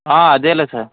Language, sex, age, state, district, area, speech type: Telugu, male, 18-30, Andhra Pradesh, Srikakulam, rural, conversation